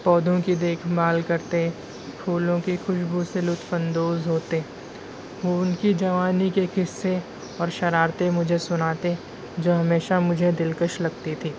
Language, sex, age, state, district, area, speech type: Urdu, male, 60+, Maharashtra, Nashik, urban, spontaneous